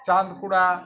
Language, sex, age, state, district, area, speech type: Bengali, male, 45-60, West Bengal, Uttar Dinajpur, rural, spontaneous